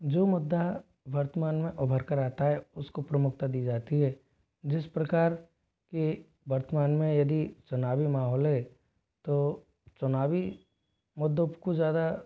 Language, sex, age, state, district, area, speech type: Hindi, male, 18-30, Rajasthan, Jodhpur, rural, spontaneous